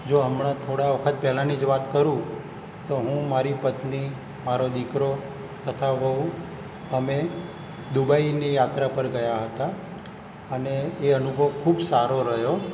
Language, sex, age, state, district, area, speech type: Gujarati, male, 60+, Gujarat, Surat, urban, spontaneous